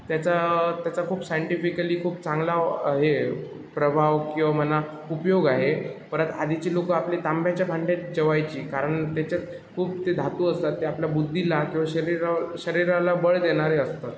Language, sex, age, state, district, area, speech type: Marathi, male, 18-30, Maharashtra, Sindhudurg, rural, spontaneous